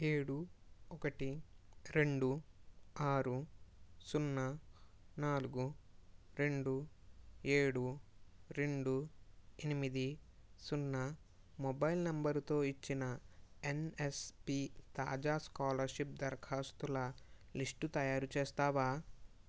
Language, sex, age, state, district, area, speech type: Telugu, male, 30-45, Andhra Pradesh, Kakinada, rural, read